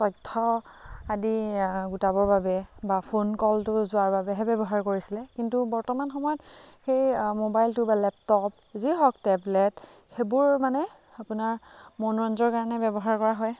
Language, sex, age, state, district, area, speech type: Assamese, female, 18-30, Assam, Biswanath, rural, spontaneous